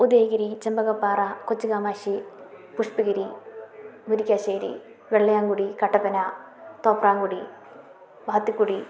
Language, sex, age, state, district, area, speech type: Malayalam, female, 30-45, Kerala, Idukki, rural, spontaneous